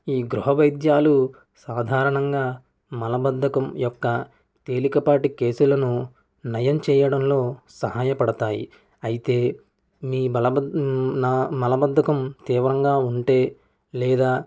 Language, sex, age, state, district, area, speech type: Telugu, male, 18-30, Andhra Pradesh, Kakinada, rural, spontaneous